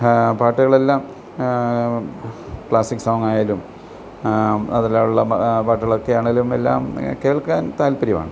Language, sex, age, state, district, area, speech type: Malayalam, male, 60+, Kerala, Alappuzha, rural, spontaneous